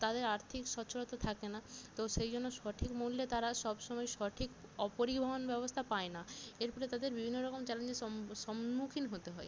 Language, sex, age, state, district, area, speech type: Bengali, female, 18-30, West Bengal, Jalpaiguri, rural, spontaneous